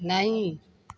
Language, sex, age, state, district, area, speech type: Hindi, female, 30-45, Bihar, Begusarai, rural, read